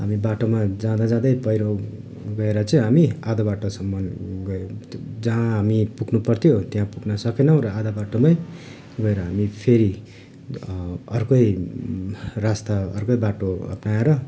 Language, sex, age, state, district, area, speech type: Nepali, male, 30-45, West Bengal, Darjeeling, rural, spontaneous